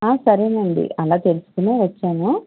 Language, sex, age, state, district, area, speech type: Telugu, female, 45-60, Andhra Pradesh, Konaseema, rural, conversation